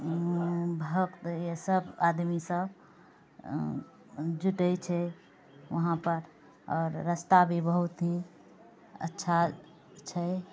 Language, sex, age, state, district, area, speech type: Maithili, female, 45-60, Bihar, Purnia, rural, spontaneous